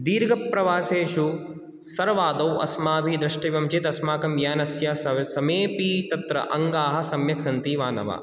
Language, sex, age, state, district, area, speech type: Sanskrit, male, 18-30, Rajasthan, Jaipur, urban, spontaneous